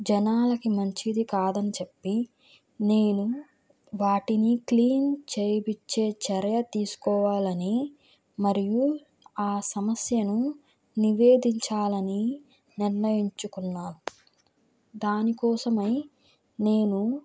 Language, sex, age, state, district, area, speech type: Telugu, female, 18-30, Andhra Pradesh, Krishna, rural, spontaneous